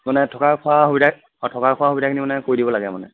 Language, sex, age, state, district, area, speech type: Assamese, male, 45-60, Assam, Golaghat, rural, conversation